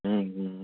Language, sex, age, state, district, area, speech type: Gujarati, male, 18-30, Gujarat, Morbi, rural, conversation